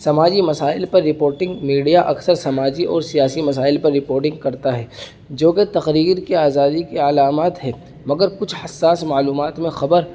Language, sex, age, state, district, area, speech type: Urdu, male, 18-30, Uttar Pradesh, Saharanpur, urban, spontaneous